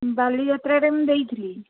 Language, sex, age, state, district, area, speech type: Odia, female, 30-45, Odisha, Cuttack, urban, conversation